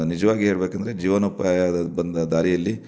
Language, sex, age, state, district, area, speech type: Kannada, male, 30-45, Karnataka, Shimoga, rural, spontaneous